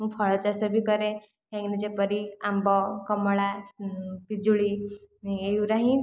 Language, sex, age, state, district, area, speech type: Odia, female, 18-30, Odisha, Khordha, rural, spontaneous